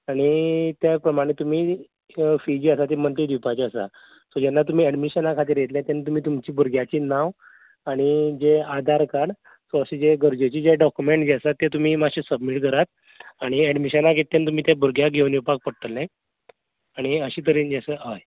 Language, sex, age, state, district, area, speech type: Goan Konkani, male, 18-30, Goa, Canacona, rural, conversation